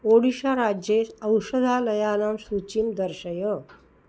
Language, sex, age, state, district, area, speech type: Sanskrit, female, 60+, Maharashtra, Nagpur, urban, read